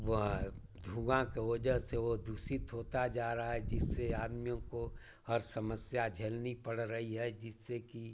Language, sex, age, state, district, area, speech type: Hindi, male, 60+, Uttar Pradesh, Chandauli, rural, spontaneous